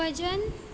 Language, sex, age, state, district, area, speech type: Goan Konkani, female, 18-30, Goa, Quepem, rural, spontaneous